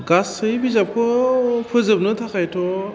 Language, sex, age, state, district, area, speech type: Bodo, male, 18-30, Assam, Udalguri, urban, spontaneous